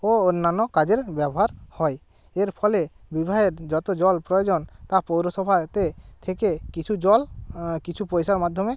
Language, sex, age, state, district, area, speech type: Bengali, male, 18-30, West Bengal, Jalpaiguri, rural, spontaneous